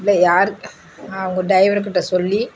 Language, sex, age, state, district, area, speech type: Tamil, female, 60+, Tamil Nadu, Dharmapuri, urban, spontaneous